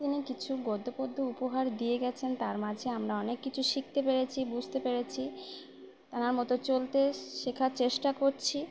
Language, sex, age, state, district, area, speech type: Bengali, female, 18-30, West Bengal, Uttar Dinajpur, urban, spontaneous